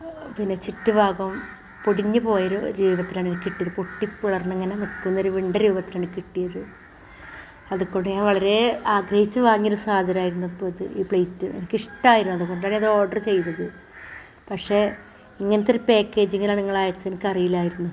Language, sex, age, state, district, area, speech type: Malayalam, female, 45-60, Kerala, Malappuram, rural, spontaneous